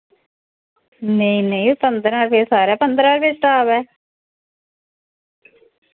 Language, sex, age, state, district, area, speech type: Dogri, female, 30-45, Jammu and Kashmir, Samba, rural, conversation